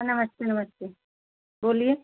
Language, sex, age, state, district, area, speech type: Hindi, female, 45-60, Uttar Pradesh, Jaunpur, urban, conversation